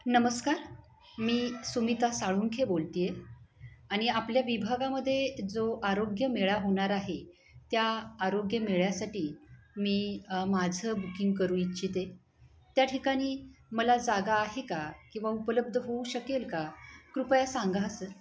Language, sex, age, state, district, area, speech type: Marathi, female, 30-45, Maharashtra, Satara, rural, spontaneous